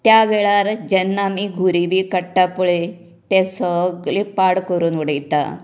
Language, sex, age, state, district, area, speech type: Goan Konkani, female, 60+, Goa, Canacona, rural, spontaneous